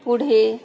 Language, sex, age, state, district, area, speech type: Marathi, female, 18-30, Maharashtra, Akola, rural, read